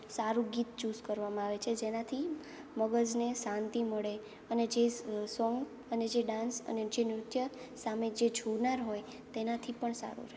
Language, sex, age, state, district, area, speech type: Gujarati, female, 18-30, Gujarat, Morbi, urban, spontaneous